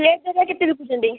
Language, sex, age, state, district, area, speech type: Odia, female, 18-30, Odisha, Kendujhar, urban, conversation